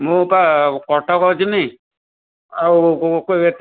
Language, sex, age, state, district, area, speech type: Odia, male, 60+, Odisha, Jharsuguda, rural, conversation